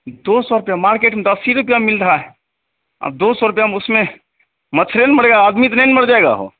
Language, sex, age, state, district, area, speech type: Hindi, male, 30-45, Bihar, Begusarai, urban, conversation